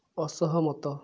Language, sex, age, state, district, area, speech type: Odia, male, 18-30, Odisha, Subarnapur, urban, read